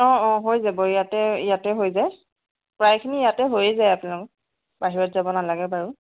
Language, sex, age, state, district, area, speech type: Assamese, female, 30-45, Assam, Sonitpur, rural, conversation